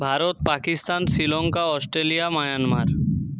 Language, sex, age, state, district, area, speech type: Bengali, male, 30-45, West Bengal, Jhargram, rural, spontaneous